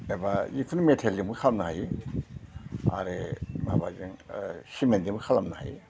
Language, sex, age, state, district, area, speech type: Bodo, male, 60+, Assam, Udalguri, urban, spontaneous